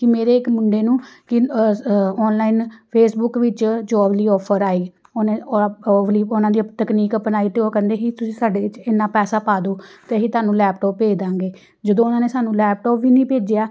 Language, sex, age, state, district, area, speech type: Punjabi, female, 45-60, Punjab, Amritsar, urban, spontaneous